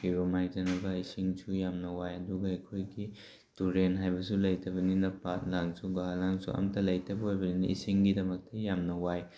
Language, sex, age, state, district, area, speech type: Manipuri, male, 18-30, Manipur, Tengnoupal, rural, spontaneous